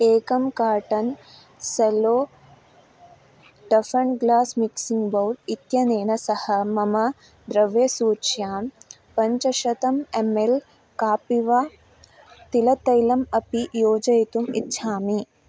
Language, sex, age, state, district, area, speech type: Sanskrit, female, 18-30, Karnataka, Uttara Kannada, rural, read